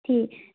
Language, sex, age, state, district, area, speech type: Assamese, female, 18-30, Assam, Charaideo, urban, conversation